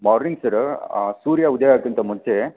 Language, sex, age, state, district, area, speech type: Kannada, male, 30-45, Karnataka, Belgaum, rural, conversation